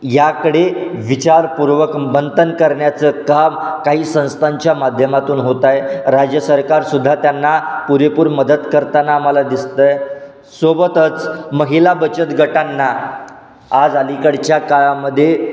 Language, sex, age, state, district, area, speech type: Marathi, male, 18-30, Maharashtra, Satara, urban, spontaneous